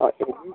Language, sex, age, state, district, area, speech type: Assamese, male, 60+, Assam, Darrang, rural, conversation